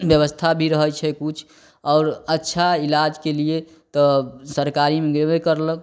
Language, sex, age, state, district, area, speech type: Maithili, male, 18-30, Bihar, Samastipur, rural, spontaneous